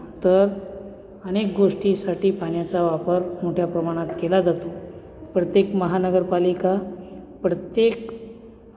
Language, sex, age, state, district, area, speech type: Marathi, male, 45-60, Maharashtra, Nashik, urban, spontaneous